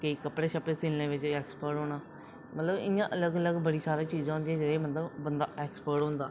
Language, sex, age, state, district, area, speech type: Dogri, male, 18-30, Jammu and Kashmir, Reasi, rural, spontaneous